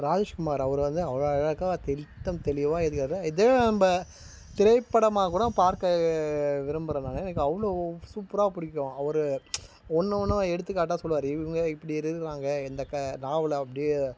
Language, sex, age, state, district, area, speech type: Tamil, male, 45-60, Tamil Nadu, Tiruvannamalai, rural, spontaneous